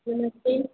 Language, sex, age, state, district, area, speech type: Hindi, female, 18-30, Uttar Pradesh, Azamgarh, urban, conversation